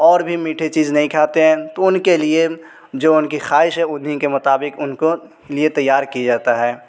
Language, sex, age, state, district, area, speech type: Urdu, male, 18-30, Uttar Pradesh, Saharanpur, urban, spontaneous